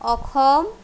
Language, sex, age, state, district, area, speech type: Assamese, female, 30-45, Assam, Kamrup Metropolitan, urban, spontaneous